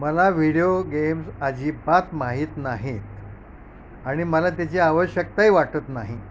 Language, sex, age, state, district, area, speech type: Marathi, male, 60+, Maharashtra, Mumbai Suburban, urban, spontaneous